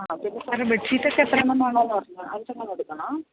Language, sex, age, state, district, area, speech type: Malayalam, female, 45-60, Kerala, Idukki, rural, conversation